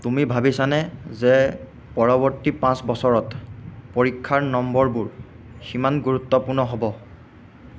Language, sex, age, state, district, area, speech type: Assamese, male, 18-30, Assam, Golaghat, urban, read